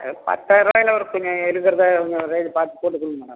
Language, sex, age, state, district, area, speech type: Tamil, male, 60+, Tamil Nadu, Viluppuram, rural, conversation